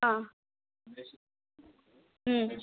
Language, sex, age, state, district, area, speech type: Kannada, female, 18-30, Karnataka, Chamarajanagar, rural, conversation